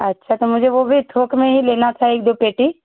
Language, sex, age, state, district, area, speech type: Hindi, female, 30-45, Uttar Pradesh, Chandauli, rural, conversation